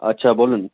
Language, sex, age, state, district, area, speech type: Bengali, male, 18-30, West Bengal, Malda, rural, conversation